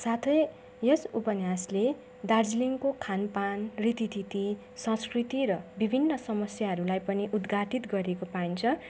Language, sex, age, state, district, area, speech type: Nepali, female, 18-30, West Bengal, Darjeeling, rural, spontaneous